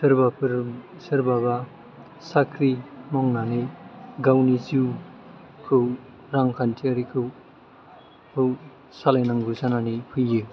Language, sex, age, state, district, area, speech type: Bodo, male, 18-30, Assam, Chirang, urban, spontaneous